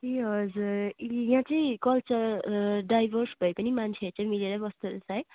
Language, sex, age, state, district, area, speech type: Nepali, female, 18-30, West Bengal, Darjeeling, rural, conversation